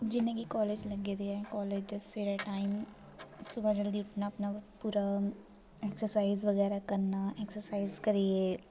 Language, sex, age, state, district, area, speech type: Dogri, female, 18-30, Jammu and Kashmir, Jammu, rural, spontaneous